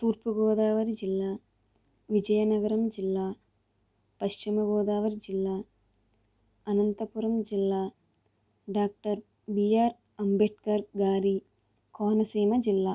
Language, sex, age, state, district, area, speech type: Telugu, female, 18-30, Andhra Pradesh, East Godavari, rural, spontaneous